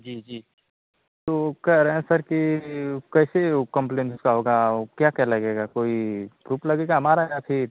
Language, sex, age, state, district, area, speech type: Hindi, male, 18-30, Uttar Pradesh, Azamgarh, rural, conversation